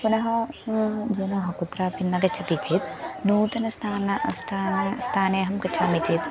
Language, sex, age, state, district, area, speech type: Sanskrit, female, 18-30, Kerala, Thrissur, urban, spontaneous